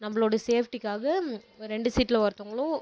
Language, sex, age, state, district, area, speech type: Tamil, female, 18-30, Tamil Nadu, Kallakurichi, rural, spontaneous